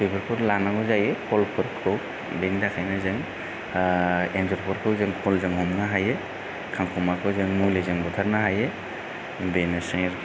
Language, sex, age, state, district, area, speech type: Bodo, male, 30-45, Assam, Kokrajhar, rural, spontaneous